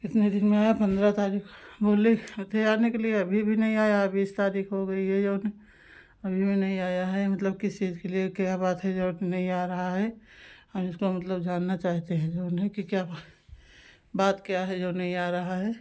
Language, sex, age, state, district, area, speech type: Hindi, female, 45-60, Uttar Pradesh, Lucknow, rural, spontaneous